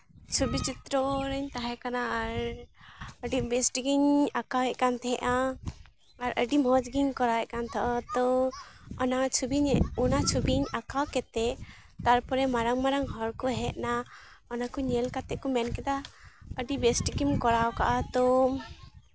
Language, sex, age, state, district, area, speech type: Santali, female, 18-30, West Bengal, Malda, rural, spontaneous